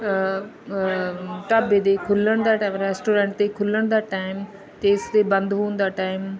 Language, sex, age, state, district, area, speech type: Punjabi, female, 30-45, Punjab, Bathinda, rural, spontaneous